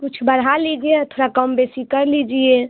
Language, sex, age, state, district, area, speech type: Hindi, female, 30-45, Uttar Pradesh, Ghazipur, rural, conversation